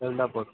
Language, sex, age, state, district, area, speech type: Tamil, male, 18-30, Tamil Nadu, Tiruchirappalli, rural, conversation